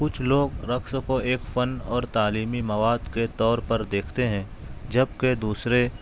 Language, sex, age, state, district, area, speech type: Urdu, male, 45-60, Maharashtra, Nashik, urban, spontaneous